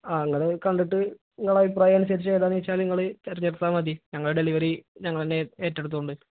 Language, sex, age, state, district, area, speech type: Malayalam, male, 18-30, Kerala, Malappuram, rural, conversation